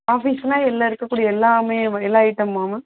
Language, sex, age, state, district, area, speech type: Tamil, female, 30-45, Tamil Nadu, Madurai, rural, conversation